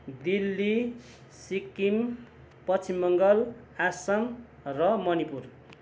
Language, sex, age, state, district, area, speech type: Nepali, male, 45-60, West Bengal, Darjeeling, rural, spontaneous